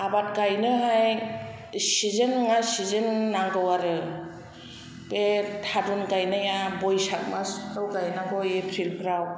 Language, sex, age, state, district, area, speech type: Bodo, female, 60+, Assam, Chirang, rural, spontaneous